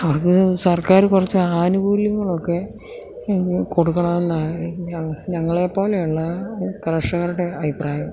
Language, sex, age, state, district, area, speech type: Malayalam, female, 60+, Kerala, Idukki, rural, spontaneous